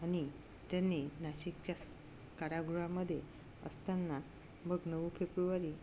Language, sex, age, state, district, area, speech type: Marathi, female, 30-45, Maharashtra, Amravati, rural, spontaneous